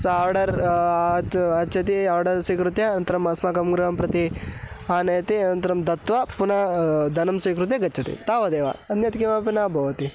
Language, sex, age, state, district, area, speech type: Sanskrit, male, 18-30, Karnataka, Hassan, rural, spontaneous